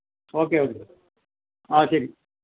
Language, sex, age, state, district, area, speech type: Malayalam, male, 60+, Kerala, Alappuzha, rural, conversation